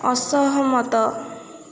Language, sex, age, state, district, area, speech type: Odia, female, 18-30, Odisha, Kendrapara, urban, read